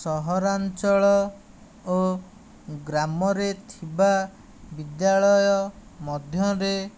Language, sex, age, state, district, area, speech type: Odia, male, 60+, Odisha, Jajpur, rural, spontaneous